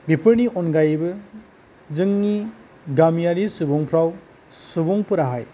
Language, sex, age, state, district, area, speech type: Bodo, male, 45-60, Assam, Kokrajhar, rural, spontaneous